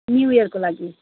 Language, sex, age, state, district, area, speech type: Nepali, female, 30-45, West Bengal, Darjeeling, rural, conversation